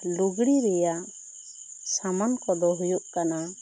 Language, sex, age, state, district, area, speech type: Santali, female, 30-45, West Bengal, Bankura, rural, spontaneous